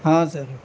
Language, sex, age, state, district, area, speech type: Urdu, male, 18-30, Bihar, Gaya, urban, spontaneous